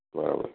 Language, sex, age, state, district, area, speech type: Gujarati, male, 60+, Gujarat, Ahmedabad, urban, conversation